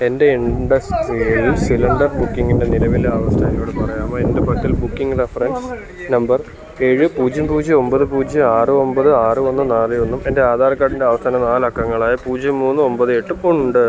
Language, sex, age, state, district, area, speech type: Malayalam, male, 30-45, Kerala, Alappuzha, rural, read